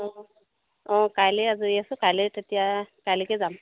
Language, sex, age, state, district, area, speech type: Assamese, female, 30-45, Assam, Jorhat, urban, conversation